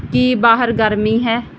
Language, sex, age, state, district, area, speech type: Punjabi, female, 18-30, Punjab, Barnala, rural, read